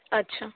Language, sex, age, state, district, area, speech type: Hindi, female, 18-30, Uttar Pradesh, Sonbhadra, rural, conversation